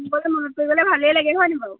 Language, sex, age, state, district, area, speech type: Assamese, female, 18-30, Assam, Jorhat, urban, conversation